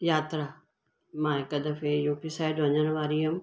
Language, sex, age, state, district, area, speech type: Sindhi, female, 60+, Gujarat, Surat, urban, spontaneous